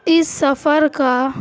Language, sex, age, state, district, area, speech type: Urdu, female, 18-30, Bihar, Gaya, urban, spontaneous